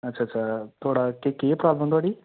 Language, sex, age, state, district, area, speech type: Dogri, male, 30-45, Jammu and Kashmir, Samba, rural, conversation